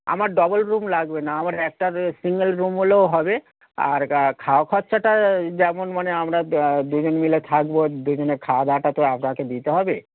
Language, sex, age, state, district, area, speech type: Bengali, male, 45-60, West Bengal, Hooghly, rural, conversation